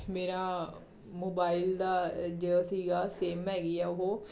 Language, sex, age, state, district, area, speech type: Punjabi, female, 30-45, Punjab, Jalandhar, urban, spontaneous